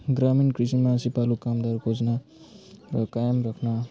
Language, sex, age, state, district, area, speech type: Nepali, male, 30-45, West Bengal, Jalpaiguri, rural, spontaneous